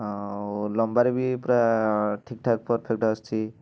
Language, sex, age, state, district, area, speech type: Odia, male, 30-45, Odisha, Cuttack, urban, spontaneous